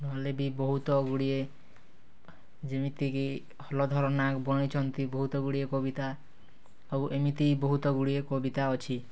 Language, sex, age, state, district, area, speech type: Odia, male, 18-30, Odisha, Kalahandi, rural, spontaneous